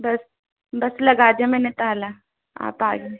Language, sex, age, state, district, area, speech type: Hindi, female, 18-30, Rajasthan, Jaipur, urban, conversation